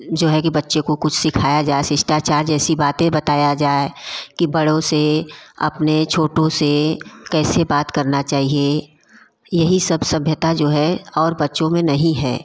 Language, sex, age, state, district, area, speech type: Hindi, female, 45-60, Uttar Pradesh, Varanasi, urban, spontaneous